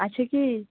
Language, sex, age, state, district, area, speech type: Bengali, female, 45-60, West Bengal, Hooghly, urban, conversation